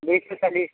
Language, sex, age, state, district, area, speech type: Odia, male, 45-60, Odisha, Nuapada, urban, conversation